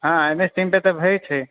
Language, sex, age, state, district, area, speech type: Maithili, male, 18-30, Bihar, Purnia, rural, conversation